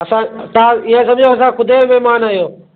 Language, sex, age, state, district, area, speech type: Sindhi, male, 30-45, Gujarat, Kutch, rural, conversation